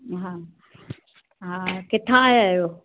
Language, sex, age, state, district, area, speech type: Sindhi, female, 60+, Maharashtra, Mumbai Suburban, urban, conversation